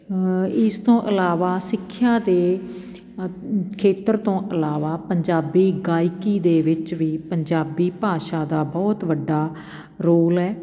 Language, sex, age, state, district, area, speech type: Punjabi, female, 45-60, Punjab, Patiala, rural, spontaneous